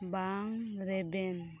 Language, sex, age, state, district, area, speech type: Santali, female, 18-30, West Bengal, Birbhum, rural, read